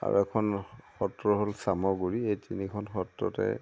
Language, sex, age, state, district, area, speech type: Assamese, male, 60+, Assam, Majuli, urban, spontaneous